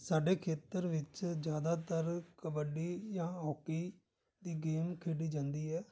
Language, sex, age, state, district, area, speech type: Punjabi, male, 60+, Punjab, Amritsar, urban, spontaneous